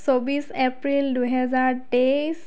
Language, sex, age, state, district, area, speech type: Assamese, female, 18-30, Assam, Dhemaji, rural, spontaneous